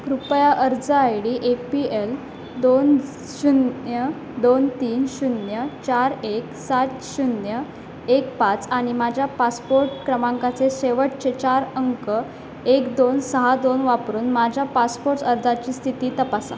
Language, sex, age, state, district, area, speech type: Marathi, female, 18-30, Maharashtra, Sindhudurg, rural, read